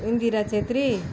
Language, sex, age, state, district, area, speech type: Nepali, female, 45-60, West Bengal, Darjeeling, rural, spontaneous